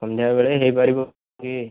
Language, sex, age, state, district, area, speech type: Odia, male, 30-45, Odisha, Kandhamal, rural, conversation